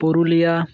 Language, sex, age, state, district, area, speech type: Santali, male, 18-30, West Bengal, Purulia, rural, spontaneous